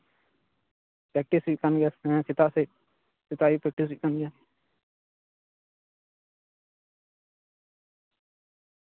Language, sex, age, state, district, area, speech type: Santali, male, 30-45, West Bengal, Paschim Bardhaman, rural, conversation